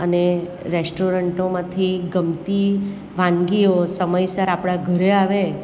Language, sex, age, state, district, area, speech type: Gujarati, female, 45-60, Gujarat, Surat, urban, spontaneous